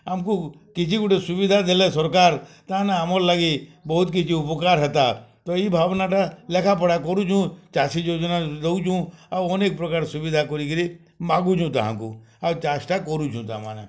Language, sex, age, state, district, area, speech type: Odia, male, 60+, Odisha, Bargarh, urban, spontaneous